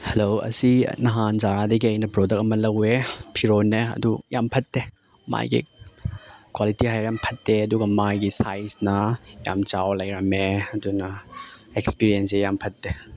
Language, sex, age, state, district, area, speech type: Manipuri, male, 18-30, Manipur, Chandel, rural, spontaneous